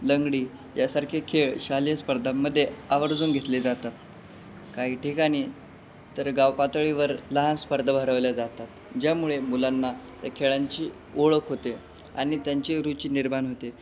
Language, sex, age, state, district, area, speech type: Marathi, male, 18-30, Maharashtra, Jalna, urban, spontaneous